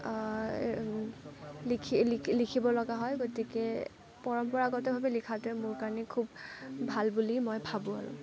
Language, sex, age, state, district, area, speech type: Assamese, female, 18-30, Assam, Kamrup Metropolitan, rural, spontaneous